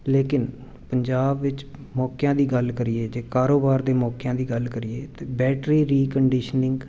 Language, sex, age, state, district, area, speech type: Punjabi, male, 45-60, Punjab, Jalandhar, urban, spontaneous